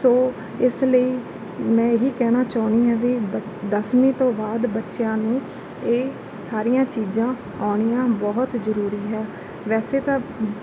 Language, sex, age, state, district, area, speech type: Punjabi, female, 30-45, Punjab, Bathinda, rural, spontaneous